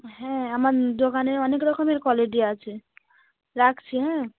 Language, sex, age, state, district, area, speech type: Bengali, female, 45-60, West Bengal, Dakshin Dinajpur, urban, conversation